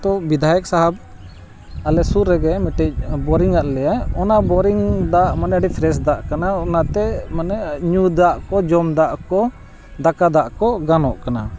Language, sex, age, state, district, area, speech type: Santali, male, 45-60, Jharkhand, Bokaro, rural, spontaneous